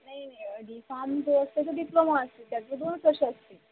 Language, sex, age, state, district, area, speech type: Marathi, female, 18-30, Maharashtra, Wardha, rural, conversation